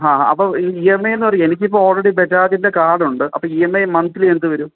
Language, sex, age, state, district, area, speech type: Malayalam, male, 18-30, Kerala, Pathanamthitta, urban, conversation